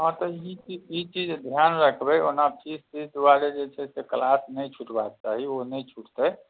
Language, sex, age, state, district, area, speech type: Maithili, male, 30-45, Bihar, Muzaffarpur, urban, conversation